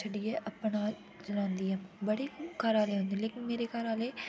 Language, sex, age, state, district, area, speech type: Dogri, female, 18-30, Jammu and Kashmir, Udhampur, urban, spontaneous